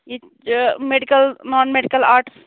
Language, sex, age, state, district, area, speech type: Kashmiri, female, 30-45, Jammu and Kashmir, Shopian, rural, conversation